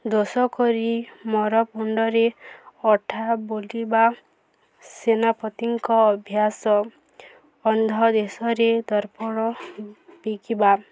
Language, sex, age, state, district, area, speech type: Odia, female, 18-30, Odisha, Balangir, urban, spontaneous